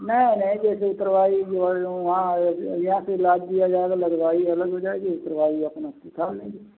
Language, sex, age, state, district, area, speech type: Hindi, male, 45-60, Uttar Pradesh, Azamgarh, rural, conversation